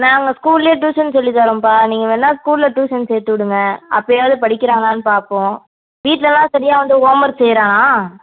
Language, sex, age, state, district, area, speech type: Tamil, female, 30-45, Tamil Nadu, Nagapattinam, rural, conversation